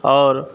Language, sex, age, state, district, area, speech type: Maithili, male, 30-45, Bihar, Sitamarhi, urban, spontaneous